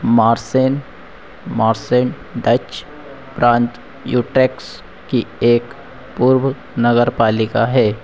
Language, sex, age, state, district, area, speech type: Hindi, male, 60+, Madhya Pradesh, Harda, urban, read